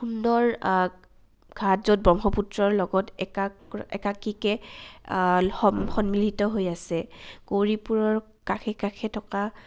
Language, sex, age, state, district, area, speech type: Assamese, female, 18-30, Assam, Kamrup Metropolitan, urban, spontaneous